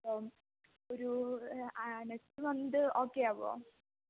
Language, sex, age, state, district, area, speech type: Malayalam, female, 18-30, Kerala, Wayanad, rural, conversation